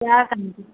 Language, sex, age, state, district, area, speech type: Hindi, female, 30-45, Uttar Pradesh, Pratapgarh, rural, conversation